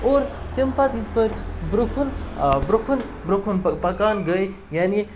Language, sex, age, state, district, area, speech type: Kashmiri, male, 30-45, Jammu and Kashmir, Kupwara, rural, spontaneous